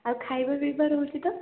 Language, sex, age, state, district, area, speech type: Odia, female, 18-30, Odisha, Puri, urban, conversation